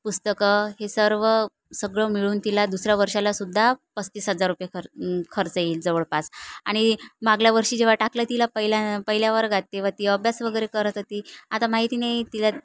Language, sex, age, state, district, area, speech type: Marathi, female, 30-45, Maharashtra, Nagpur, rural, spontaneous